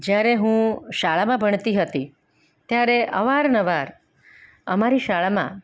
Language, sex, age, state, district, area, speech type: Gujarati, female, 45-60, Gujarat, Anand, urban, spontaneous